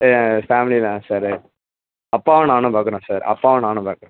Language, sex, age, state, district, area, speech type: Tamil, male, 18-30, Tamil Nadu, Perambalur, urban, conversation